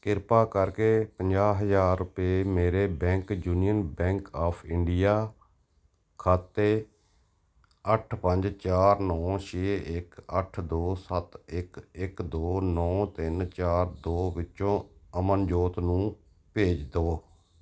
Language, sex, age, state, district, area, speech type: Punjabi, male, 45-60, Punjab, Gurdaspur, urban, read